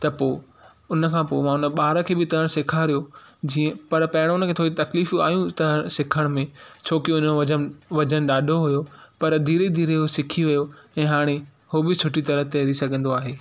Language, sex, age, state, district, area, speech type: Sindhi, male, 18-30, Maharashtra, Thane, urban, spontaneous